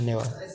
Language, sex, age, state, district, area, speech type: Dogri, male, 18-30, Jammu and Kashmir, Udhampur, urban, spontaneous